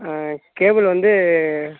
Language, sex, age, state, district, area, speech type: Tamil, male, 18-30, Tamil Nadu, Tiruvannamalai, rural, conversation